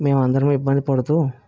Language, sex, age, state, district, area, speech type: Telugu, male, 18-30, Andhra Pradesh, Vizianagaram, rural, spontaneous